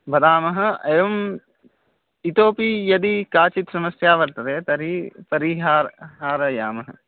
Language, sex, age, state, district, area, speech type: Sanskrit, male, 18-30, Odisha, Balangir, rural, conversation